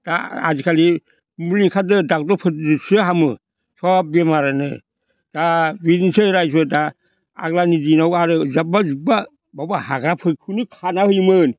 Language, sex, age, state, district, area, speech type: Bodo, male, 60+, Assam, Baksa, urban, spontaneous